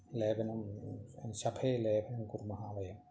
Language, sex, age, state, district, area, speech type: Sanskrit, male, 45-60, Kerala, Thrissur, urban, spontaneous